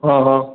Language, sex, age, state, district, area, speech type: Gujarati, male, 30-45, Gujarat, Morbi, rural, conversation